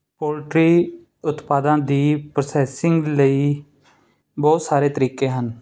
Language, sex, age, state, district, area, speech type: Punjabi, male, 30-45, Punjab, Ludhiana, urban, spontaneous